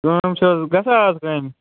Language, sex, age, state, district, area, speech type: Kashmiri, male, 45-60, Jammu and Kashmir, Budgam, urban, conversation